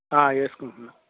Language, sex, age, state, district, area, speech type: Telugu, male, 45-60, Andhra Pradesh, Bapatla, rural, conversation